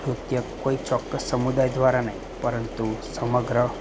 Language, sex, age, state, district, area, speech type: Gujarati, male, 30-45, Gujarat, Anand, rural, spontaneous